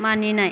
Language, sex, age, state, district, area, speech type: Bodo, female, 60+, Assam, Chirang, rural, read